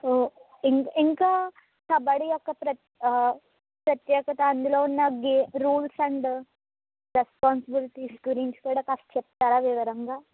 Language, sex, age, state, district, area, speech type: Telugu, female, 45-60, Andhra Pradesh, Eluru, rural, conversation